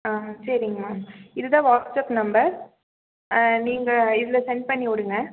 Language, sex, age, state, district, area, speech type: Tamil, female, 18-30, Tamil Nadu, Nilgiris, rural, conversation